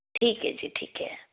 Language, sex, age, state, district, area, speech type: Punjabi, female, 30-45, Punjab, Firozpur, urban, conversation